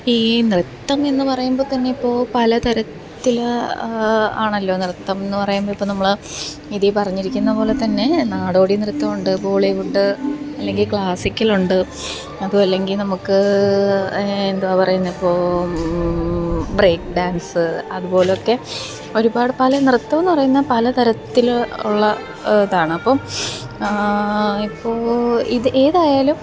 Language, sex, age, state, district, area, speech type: Malayalam, female, 30-45, Kerala, Pathanamthitta, rural, spontaneous